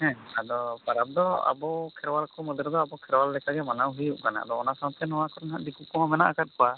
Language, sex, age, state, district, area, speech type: Santali, male, 45-60, Odisha, Mayurbhanj, rural, conversation